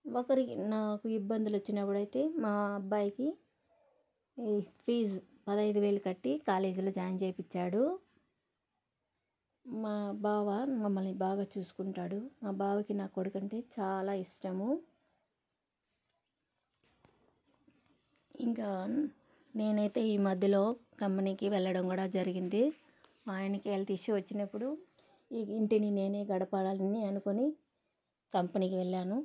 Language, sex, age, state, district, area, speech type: Telugu, female, 30-45, Andhra Pradesh, Sri Balaji, rural, spontaneous